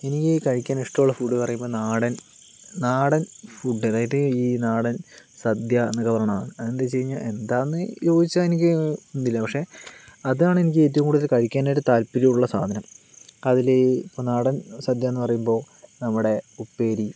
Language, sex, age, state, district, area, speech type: Malayalam, male, 18-30, Kerala, Palakkad, rural, spontaneous